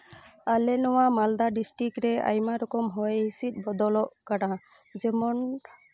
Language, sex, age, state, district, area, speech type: Santali, female, 30-45, West Bengal, Malda, rural, spontaneous